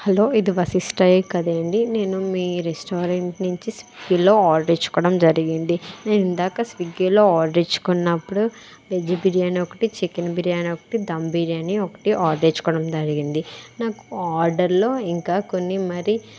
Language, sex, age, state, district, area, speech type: Telugu, female, 18-30, Andhra Pradesh, Kakinada, urban, spontaneous